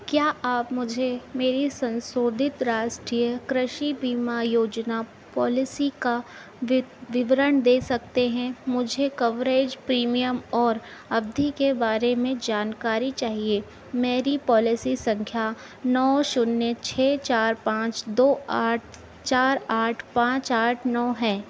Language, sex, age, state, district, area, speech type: Hindi, female, 45-60, Madhya Pradesh, Harda, urban, read